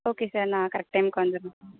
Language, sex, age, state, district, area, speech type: Tamil, female, 18-30, Tamil Nadu, Perambalur, rural, conversation